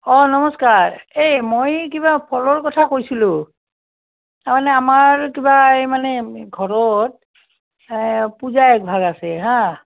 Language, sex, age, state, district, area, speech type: Assamese, female, 60+, Assam, Barpeta, rural, conversation